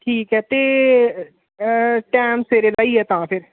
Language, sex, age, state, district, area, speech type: Dogri, male, 18-30, Jammu and Kashmir, Jammu, urban, conversation